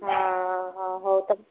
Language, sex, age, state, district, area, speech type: Odia, female, 45-60, Odisha, Gajapati, rural, conversation